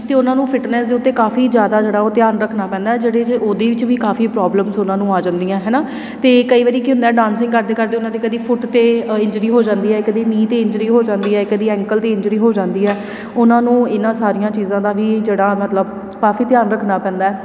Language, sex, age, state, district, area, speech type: Punjabi, female, 30-45, Punjab, Tarn Taran, urban, spontaneous